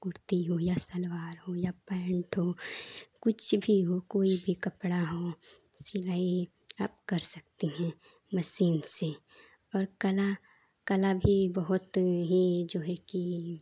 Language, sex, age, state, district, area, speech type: Hindi, female, 18-30, Uttar Pradesh, Chandauli, urban, spontaneous